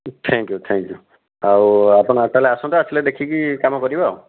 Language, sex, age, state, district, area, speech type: Odia, male, 45-60, Odisha, Bhadrak, rural, conversation